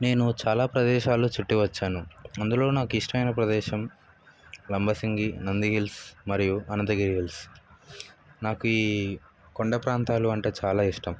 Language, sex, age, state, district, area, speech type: Telugu, male, 30-45, Telangana, Sangareddy, urban, spontaneous